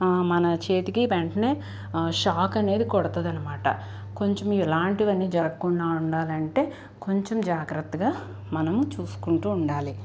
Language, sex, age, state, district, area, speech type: Telugu, female, 45-60, Andhra Pradesh, Guntur, urban, spontaneous